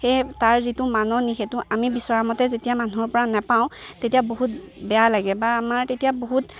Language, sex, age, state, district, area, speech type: Assamese, female, 18-30, Assam, Lakhimpur, urban, spontaneous